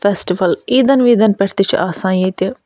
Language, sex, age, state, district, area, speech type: Kashmiri, female, 45-60, Jammu and Kashmir, Budgam, rural, spontaneous